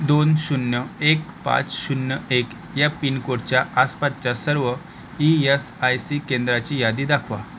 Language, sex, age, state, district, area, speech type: Marathi, male, 30-45, Maharashtra, Akola, rural, read